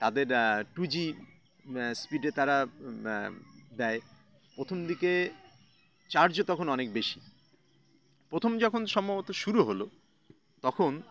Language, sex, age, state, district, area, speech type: Bengali, male, 30-45, West Bengal, Howrah, urban, spontaneous